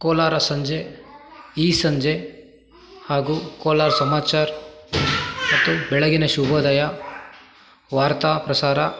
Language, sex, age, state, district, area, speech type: Kannada, male, 30-45, Karnataka, Kolar, rural, spontaneous